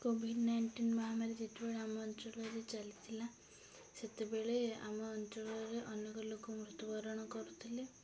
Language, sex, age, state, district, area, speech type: Odia, female, 18-30, Odisha, Ganjam, urban, spontaneous